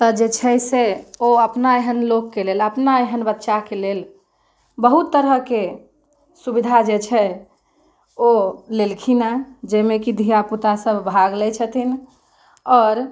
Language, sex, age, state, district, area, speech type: Maithili, female, 18-30, Bihar, Muzaffarpur, rural, spontaneous